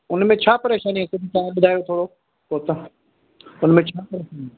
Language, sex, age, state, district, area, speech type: Sindhi, male, 45-60, Delhi, South Delhi, urban, conversation